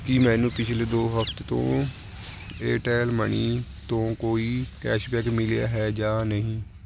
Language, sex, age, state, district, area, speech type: Punjabi, male, 18-30, Punjab, Shaheed Bhagat Singh Nagar, rural, read